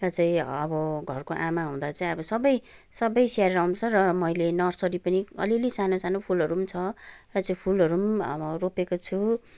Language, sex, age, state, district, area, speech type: Nepali, female, 45-60, West Bengal, Kalimpong, rural, spontaneous